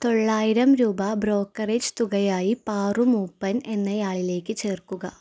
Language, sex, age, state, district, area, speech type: Malayalam, female, 18-30, Kerala, Ernakulam, rural, read